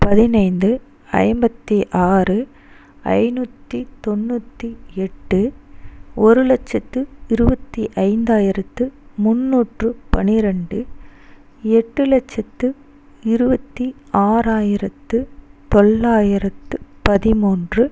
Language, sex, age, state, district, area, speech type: Tamil, female, 30-45, Tamil Nadu, Dharmapuri, rural, spontaneous